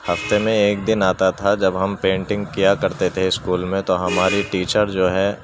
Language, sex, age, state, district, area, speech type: Urdu, male, 18-30, Uttar Pradesh, Gautam Buddha Nagar, rural, spontaneous